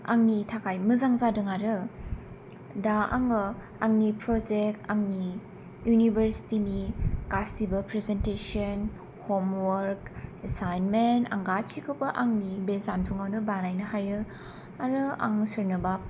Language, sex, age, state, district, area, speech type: Bodo, female, 18-30, Assam, Kokrajhar, urban, spontaneous